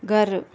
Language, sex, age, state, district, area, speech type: Sindhi, female, 30-45, Maharashtra, Thane, urban, read